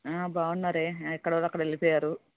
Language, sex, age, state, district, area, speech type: Telugu, female, 45-60, Telangana, Hyderabad, urban, conversation